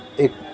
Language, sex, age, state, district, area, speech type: Urdu, male, 30-45, Delhi, Central Delhi, urban, spontaneous